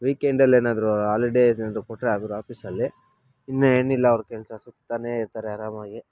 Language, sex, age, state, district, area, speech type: Kannada, male, 30-45, Karnataka, Bangalore Rural, rural, spontaneous